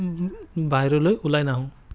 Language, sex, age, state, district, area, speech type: Assamese, male, 30-45, Assam, Biswanath, rural, spontaneous